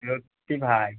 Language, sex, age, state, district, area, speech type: Bengali, male, 18-30, West Bengal, Howrah, urban, conversation